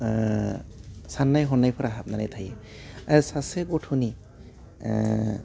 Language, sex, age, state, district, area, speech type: Bodo, male, 30-45, Assam, Udalguri, rural, spontaneous